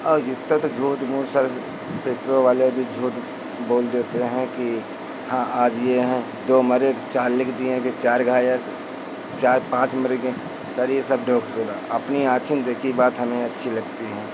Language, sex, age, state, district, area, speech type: Hindi, male, 45-60, Uttar Pradesh, Lucknow, rural, spontaneous